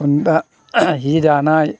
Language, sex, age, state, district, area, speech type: Bodo, male, 60+, Assam, Chirang, rural, spontaneous